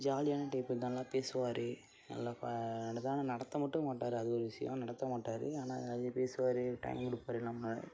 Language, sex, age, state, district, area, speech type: Tamil, male, 18-30, Tamil Nadu, Mayiladuthurai, urban, spontaneous